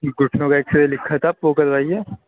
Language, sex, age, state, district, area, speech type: Urdu, female, 18-30, Delhi, Central Delhi, urban, conversation